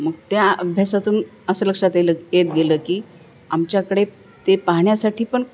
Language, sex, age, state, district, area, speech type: Marathi, female, 45-60, Maharashtra, Nanded, rural, spontaneous